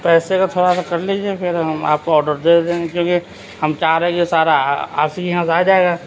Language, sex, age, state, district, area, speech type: Urdu, male, 30-45, Uttar Pradesh, Gautam Buddha Nagar, urban, spontaneous